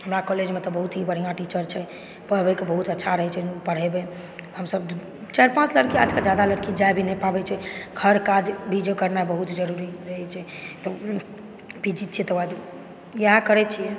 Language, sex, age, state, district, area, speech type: Maithili, female, 30-45, Bihar, Supaul, urban, spontaneous